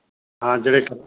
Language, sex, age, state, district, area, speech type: Punjabi, male, 45-60, Punjab, Fazilka, rural, conversation